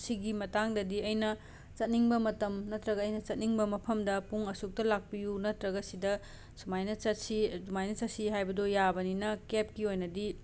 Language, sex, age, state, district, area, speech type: Manipuri, female, 30-45, Manipur, Imphal West, urban, spontaneous